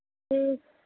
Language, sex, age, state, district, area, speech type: Punjabi, female, 45-60, Punjab, Mohali, rural, conversation